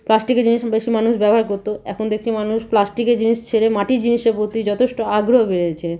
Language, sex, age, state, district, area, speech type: Bengali, female, 30-45, West Bengal, Malda, rural, spontaneous